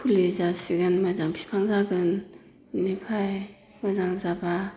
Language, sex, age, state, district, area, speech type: Bodo, female, 45-60, Assam, Chirang, rural, spontaneous